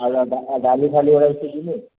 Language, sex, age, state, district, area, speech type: Odia, male, 60+, Odisha, Gajapati, rural, conversation